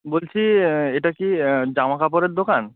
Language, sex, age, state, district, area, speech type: Bengali, male, 18-30, West Bengal, Murshidabad, urban, conversation